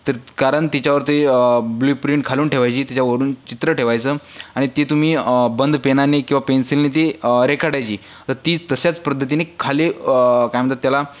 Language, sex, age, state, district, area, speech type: Marathi, male, 18-30, Maharashtra, Washim, rural, spontaneous